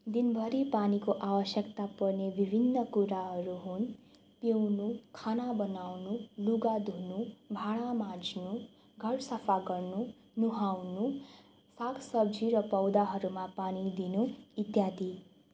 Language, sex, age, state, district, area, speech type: Nepali, female, 18-30, West Bengal, Darjeeling, rural, spontaneous